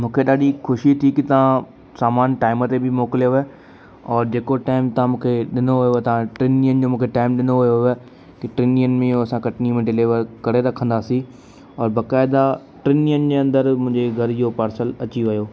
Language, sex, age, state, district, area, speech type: Sindhi, male, 18-30, Madhya Pradesh, Katni, urban, spontaneous